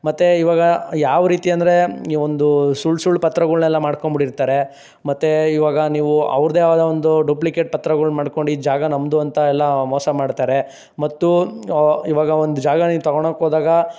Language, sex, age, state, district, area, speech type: Kannada, male, 18-30, Karnataka, Chikkaballapur, rural, spontaneous